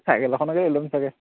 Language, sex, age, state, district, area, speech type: Assamese, male, 18-30, Assam, Dibrugarh, urban, conversation